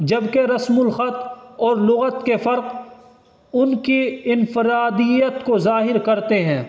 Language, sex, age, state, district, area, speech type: Urdu, male, 18-30, Uttar Pradesh, Saharanpur, urban, spontaneous